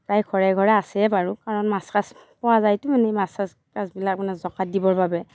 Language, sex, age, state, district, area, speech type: Assamese, female, 45-60, Assam, Darrang, rural, spontaneous